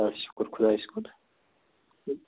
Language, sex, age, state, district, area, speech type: Kashmiri, male, 30-45, Jammu and Kashmir, Budgam, rural, conversation